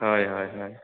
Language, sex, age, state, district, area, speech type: Goan Konkani, male, 18-30, Goa, Murmgao, rural, conversation